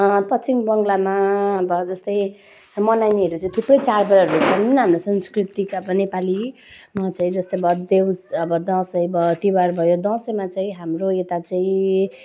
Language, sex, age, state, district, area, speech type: Nepali, female, 30-45, West Bengal, Jalpaiguri, rural, spontaneous